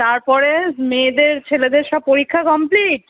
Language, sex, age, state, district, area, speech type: Bengali, female, 45-60, West Bengal, Kolkata, urban, conversation